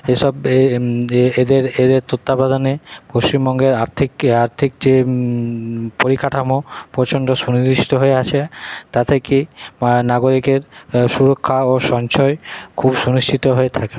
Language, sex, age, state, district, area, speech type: Bengali, male, 30-45, West Bengal, Paschim Bardhaman, urban, spontaneous